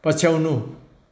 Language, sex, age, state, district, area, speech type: Nepali, male, 60+, West Bengal, Kalimpong, rural, read